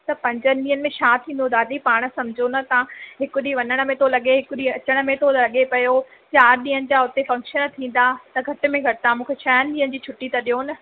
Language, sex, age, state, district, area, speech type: Sindhi, female, 30-45, Madhya Pradesh, Katni, urban, conversation